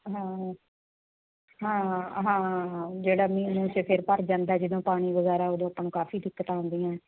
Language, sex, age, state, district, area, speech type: Punjabi, female, 30-45, Punjab, Muktsar, urban, conversation